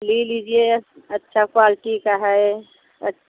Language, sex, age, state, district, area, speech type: Hindi, female, 30-45, Uttar Pradesh, Mirzapur, rural, conversation